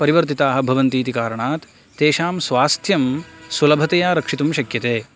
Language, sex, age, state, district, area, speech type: Sanskrit, male, 18-30, Karnataka, Uttara Kannada, urban, spontaneous